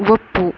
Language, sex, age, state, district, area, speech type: Kannada, female, 18-30, Karnataka, Shimoga, rural, read